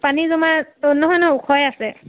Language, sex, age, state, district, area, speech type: Assamese, female, 18-30, Assam, Sivasagar, urban, conversation